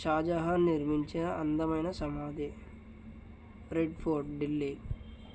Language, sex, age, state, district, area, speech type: Telugu, male, 18-30, Telangana, Narayanpet, urban, spontaneous